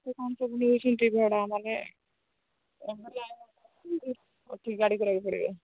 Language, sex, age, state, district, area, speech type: Odia, female, 60+, Odisha, Angul, rural, conversation